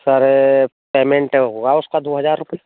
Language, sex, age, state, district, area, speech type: Hindi, male, 18-30, Rajasthan, Bharatpur, rural, conversation